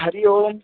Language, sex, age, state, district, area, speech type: Sanskrit, male, 30-45, Karnataka, Vijayapura, urban, conversation